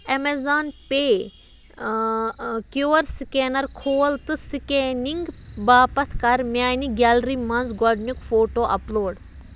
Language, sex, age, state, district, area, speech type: Kashmiri, other, 18-30, Jammu and Kashmir, Budgam, rural, read